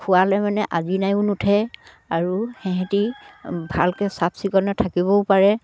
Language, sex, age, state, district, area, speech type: Assamese, female, 60+, Assam, Dibrugarh, rural, spontaneous